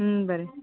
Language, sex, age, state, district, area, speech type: Kannada, female, 45-60, Karnataka, Gadag, rural, conversation